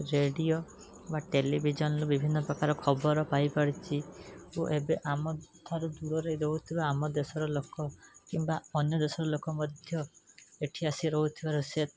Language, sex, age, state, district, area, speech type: Odia, male, 18-30, Odisha, Rayagada, rural, spontaneous